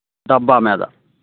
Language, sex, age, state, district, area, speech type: Telugu, male, 60+, Andhra Pradesh, Bapatla, urban, conversation